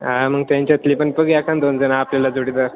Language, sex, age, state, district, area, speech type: Marathi, male, 18-30, Maharashtra, Ahmednagar, urban, conversation